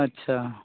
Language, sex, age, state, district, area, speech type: Urdu, male, 30-45, Uttar Pradesh, Gautam Buddha Nagar, rural, conversation